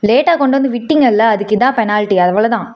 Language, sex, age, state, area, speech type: Tamil, female, 18-30, Tamil Nadu, urban, spontaneous